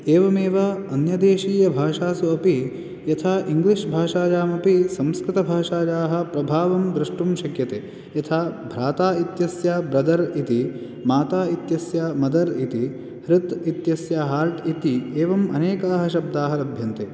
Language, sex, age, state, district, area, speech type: Sanskrit, male, 18-30, Karnataka, Uttara Kannada, rural, spontaneous